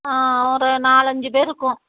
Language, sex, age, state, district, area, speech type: Tamil, female, 45-60, Tamil Nadu, Thoothukudi, rural, conversation